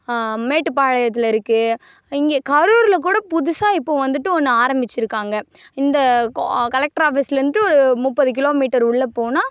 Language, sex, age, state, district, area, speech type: Tamil, female, 18-30, Tamil Nadu, Karur, rural, spontaneous